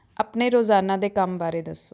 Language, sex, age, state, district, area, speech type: Punjabi, female, 60+, Punjab, Rupnagar, urban, spontaneous